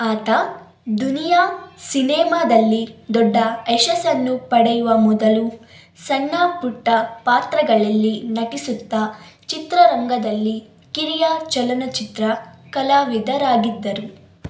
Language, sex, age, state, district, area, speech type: Kannada, female, 18-30, Karnataka, Davanagere, rural, read